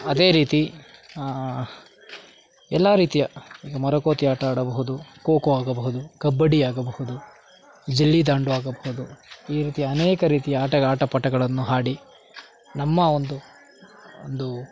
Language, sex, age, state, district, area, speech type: Kannada, male, 60+, Karnataka, Kolar, rural, spontaneous